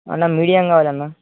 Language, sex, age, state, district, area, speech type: Telugu, male, 18-30, Telangana, Nalgonda, urban, conversation